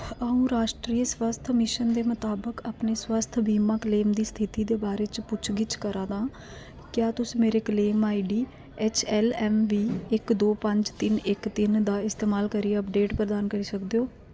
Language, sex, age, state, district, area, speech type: Dogri, female, 18-30, Jammu and Kashmir, Kathua, rural, read